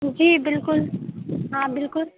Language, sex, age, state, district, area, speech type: Urdu, female, 18-30, Bihar, Supaul, rural, conversation